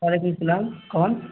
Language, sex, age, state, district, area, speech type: Urdu, male, 18-30, Bihar, Purnia, rural, conversation